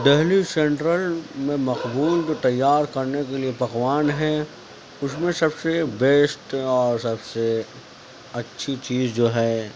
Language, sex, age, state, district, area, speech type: Urdu, male, 60+, Delhi, Central Delhi, urban, spontaneous